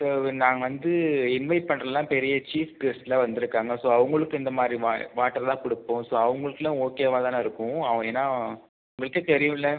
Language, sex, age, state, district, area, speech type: Tamil, male, 18-30, Tamil Nadu, Cuddalore, rural, conversation